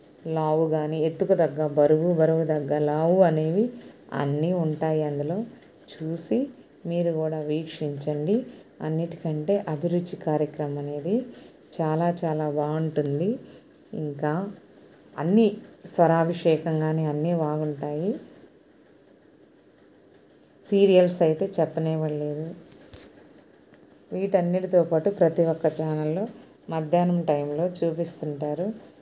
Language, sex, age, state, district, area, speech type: Telugu, female, 45-60, Andhra Pradesh, Nellore, rural, spontaneous